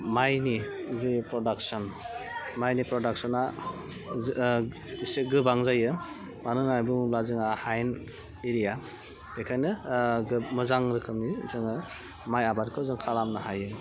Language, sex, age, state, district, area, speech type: Bodo, female, 30-45, Assam, Udalguri, urban, spontaneous